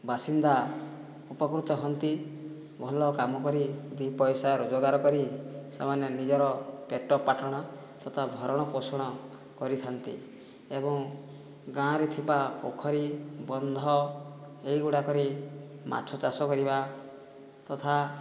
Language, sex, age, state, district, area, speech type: Odia, male, 30-45, Odisha, Boudh, rural, spontaneous